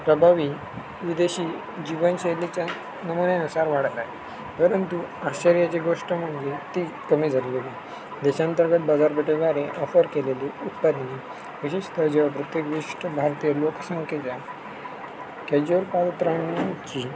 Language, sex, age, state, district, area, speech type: Marathi, male, 18-30, Maharashtra, Sindhudurg, rural, spontaneous